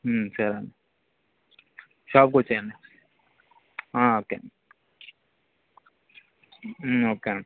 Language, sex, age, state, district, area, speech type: Telugu, male, 18-30, Andhra Pradesh, Anantapur, urban, conversation